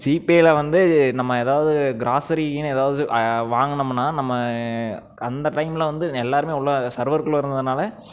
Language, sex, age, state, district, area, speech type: Tamil, male, 18-30, Tamil Nadu, Erode, urban, spontaneous